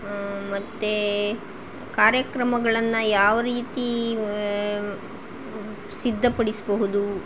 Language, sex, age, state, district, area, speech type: Kannada, female, 45-60, Karnataka, Shimoga, rural, spontaneous